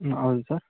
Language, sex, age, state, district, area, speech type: Kannada, male, 18-30, Karnataka, Kolar, rural, conversation